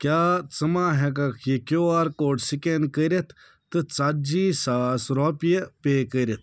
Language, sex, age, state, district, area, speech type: Kashmiri, male, 30-45, Jammu and Kashmir, Bandipora, rural, read